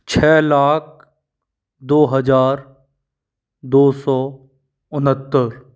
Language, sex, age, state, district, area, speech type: Hindi, male, 45-60, Madhya Pradesh, Bhopal, urban, spontaneous